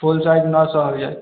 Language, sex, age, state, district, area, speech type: Maithili, male, 18-30, Bihar, Begusarai, rural, conversation